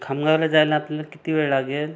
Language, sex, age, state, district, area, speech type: Marathi, other, 30-45, Maharashtra, Buldhana, urban, spontaneous